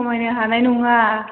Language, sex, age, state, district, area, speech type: Bodo, female, 45-60, Assam, Chirang, rural, conversation